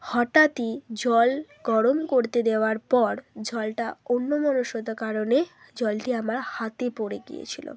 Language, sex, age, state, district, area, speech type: Bengali, female, 30-45, West Bengal, Bankura, urban, spontaneous